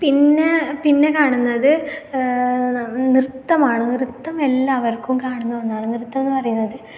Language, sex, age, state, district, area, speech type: Malayalam, female, 18-30, Kerala, Kasaragod, rural, spontaneous